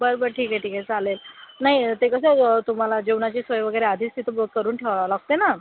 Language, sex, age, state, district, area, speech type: Marathi, female, 60+, Maharashtra, Yavatmal, rural, conversation